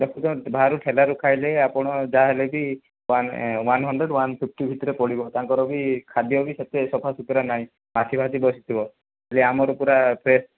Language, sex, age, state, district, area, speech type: Odia, male, 18-30, Odisha, Kandhamal, rural, conversation